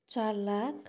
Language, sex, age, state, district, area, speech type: Nepali, female, 45-60, West Bengal, Darjeeling, rural, spontaneous